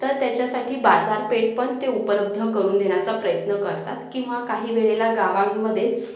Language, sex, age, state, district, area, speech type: Marathi, female, 18-30, Maharashtra, Akola, urban, spontaneous